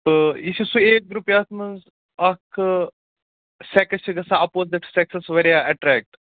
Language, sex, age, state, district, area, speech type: Kashmiri, male, 30-45, Jammu and Kashmir, Baramulla, urban, conversation